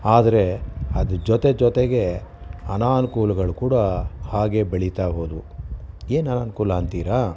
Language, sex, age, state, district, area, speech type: Kannada, male, 60+, Karnataka, Bangalore Urban, urban, spontaneous